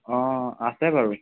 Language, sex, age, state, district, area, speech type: Assamese, male, 45-60, Assam, Charaideo, rural, conversation